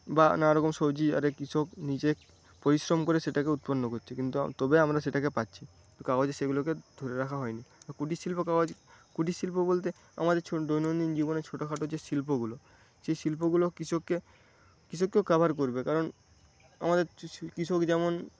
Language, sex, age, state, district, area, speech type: Bengali, male, 18-30, West Bengal, Paschim Medinipur, rural, spontaneous